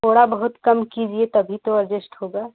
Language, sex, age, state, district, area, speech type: Hindi, female, 18-30, Uttar Pradesh, Jaunpur, urban, conversation